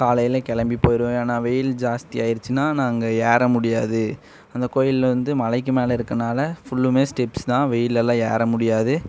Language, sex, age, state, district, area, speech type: Tamil, male, 18-30, Tamil Nadu, Coimbatore, rural, spontaneous